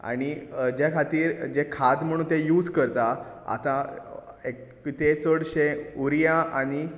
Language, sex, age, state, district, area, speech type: Goan Konkani, male, 18-30, Goa, Tiswadi, rural, spontaneous